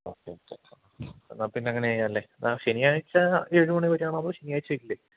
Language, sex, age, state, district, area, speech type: Malayalam, male, 18-30, Kerala, Idukki, rural, conversation